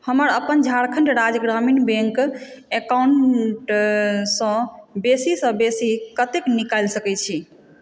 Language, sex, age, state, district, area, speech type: Maithili, female, 30-45, Bihar, Supaul, urban, read